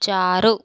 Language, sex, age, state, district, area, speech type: Marathi, female, 18-30, Maharashtra, Buldhana, rural, read